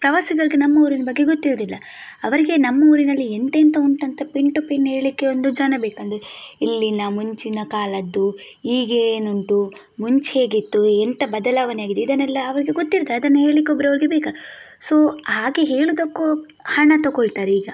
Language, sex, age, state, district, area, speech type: Kannada, female, 18-30, Karnataka, Udupi, rural, spontaneous